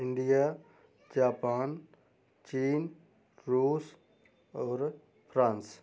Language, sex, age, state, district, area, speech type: Hindi, male, 30-45, Uttar Pradesh, Jaunpur, rural, spontaneous